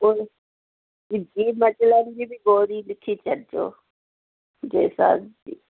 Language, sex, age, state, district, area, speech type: Sindhi, female, 30-45, Rajasthan, Ajmer, urban, conversation